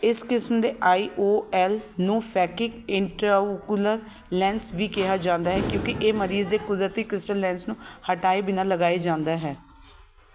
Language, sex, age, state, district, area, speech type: Punjabi, female, 30-45, Punjab, Shaheed Bhagat Singh Nagar, urban, read